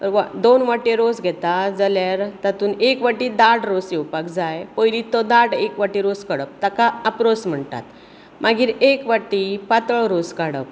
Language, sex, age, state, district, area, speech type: Goan Konkani, female, 45-60, Goa, Bardez, urban, spontaneous